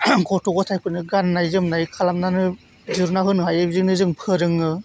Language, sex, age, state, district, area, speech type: Bodo, male, 45-60, Assam, Chirang, urban, spontaneous